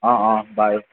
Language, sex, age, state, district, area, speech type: Assamese, male, 45-60, Assam, Charaideo, rural, conversation